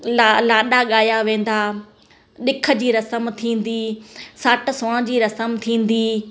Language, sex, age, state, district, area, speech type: Sindhi, female, 30-45, Rajasthan, Ajmer, urban, spontaneous